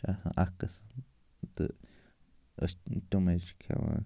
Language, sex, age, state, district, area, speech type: Kashmiri, male, 30-45, Jammu and Kashmir, Ganderbal, rural, spontaneous